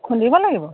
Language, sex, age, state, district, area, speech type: Assamese, female, 60+, Assam, Dhemaji, rural, conversation